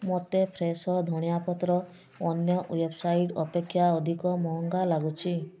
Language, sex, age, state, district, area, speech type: Odia, female, 45-60, Odisha, Mayurbhanj, rural, read